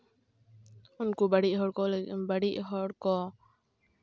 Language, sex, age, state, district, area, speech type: Santali, female, 18-30, West Bengal, Jhargram, rural, spontaneous